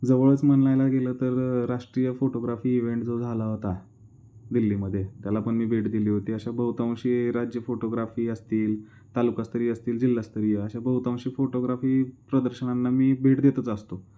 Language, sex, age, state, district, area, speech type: Marathi, male, 30-45, Maharashtra, Osmanabad, rural, spontaneous